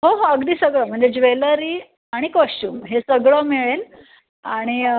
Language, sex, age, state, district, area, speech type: Marathi, female, 30-45, Maharashtra, Nashik, urban, conversation